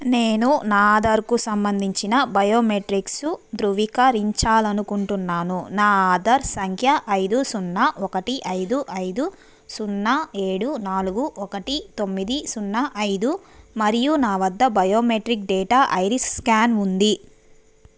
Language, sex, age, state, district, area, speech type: Telugu, female, 30-45, Andhra Pradesh, Nellore, urban, read